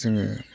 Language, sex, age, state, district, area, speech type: Bodo, male, 18-30, Assam, Udalguri, rural, spontaneous